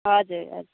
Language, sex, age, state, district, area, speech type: Nepali, female, 60+, West Bengal, Kalimpong, rural, conversation